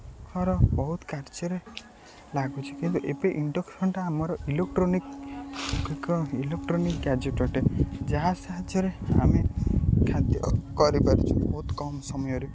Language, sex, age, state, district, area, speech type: Odia, male, 18-30, Odisha, Jagatsinghpur, rural, spontaneous